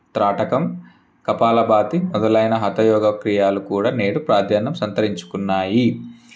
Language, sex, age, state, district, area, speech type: Telugu, male, 18-30, Telangana, Ranga Reddy, urban, spontaneous